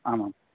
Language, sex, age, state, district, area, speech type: Sanskrit, male, 18-30, Karnataka, Uttara Kannada, urban, conversation